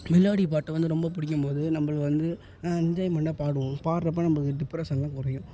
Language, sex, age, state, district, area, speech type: Tamil, male, 18-30, Tamil Nadu, Thanjavur, urban, spontaneous